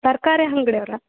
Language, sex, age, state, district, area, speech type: Kannada, female, 18-30, Karnataka, Bellary, urban, conversation